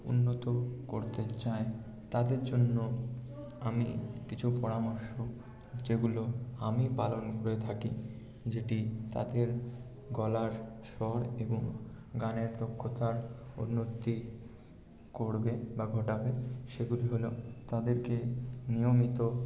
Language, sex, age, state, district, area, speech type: Bengali, male, 30-45, West Bengal, Paschim Bardhaman, urban, spontaneous